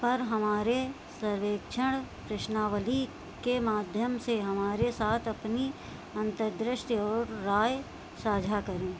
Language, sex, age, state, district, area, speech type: Hindi, female, 45-60, Uttar Pradesh, Sitapur, rural, read